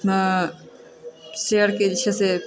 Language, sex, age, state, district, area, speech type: Maithili, female, 30-45, Bihar, Supaul, urban, spontaneous